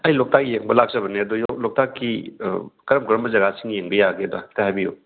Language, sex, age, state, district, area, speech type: Manipuri, male, 30-45, Manipur, Thoubal, rural, conversation